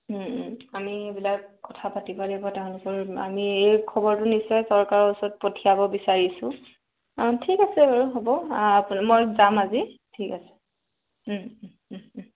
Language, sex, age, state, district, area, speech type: Assamese, female, 18-30, Assam, Jorhat, urban, conversation